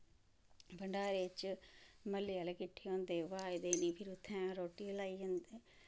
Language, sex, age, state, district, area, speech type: Dogri, female, 30-45, Jammu and Kashmir, Samba, rural, spontaneous